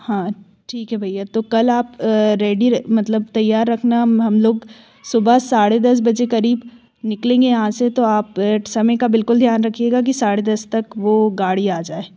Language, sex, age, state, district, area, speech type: Hindi, female, 18-30, Madhya Pradesh, Jabalpur, urban, spontaneous